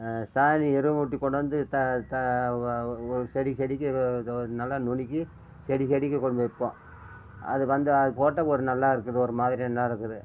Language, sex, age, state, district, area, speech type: Tamil, male, 60+, Tamil Nadu, Namakkal, rural, spontaneous